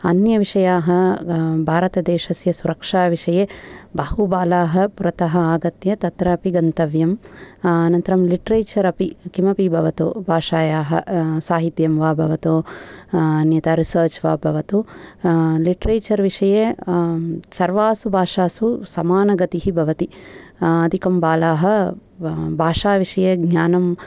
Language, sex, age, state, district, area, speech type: Sanskrit, female, 45-60, Tamil Nadu, Thanjavur, urban, spontaneous